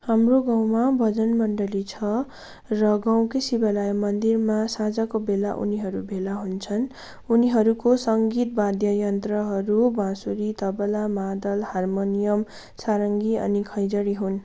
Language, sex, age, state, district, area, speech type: Nepali, female, 18-30, West Bengal, Kalimpong, rural, spontaneous